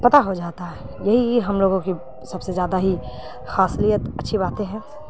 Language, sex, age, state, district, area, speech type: Urdu, female, 30-45, Bihar, Khagaria, rural, spontaneous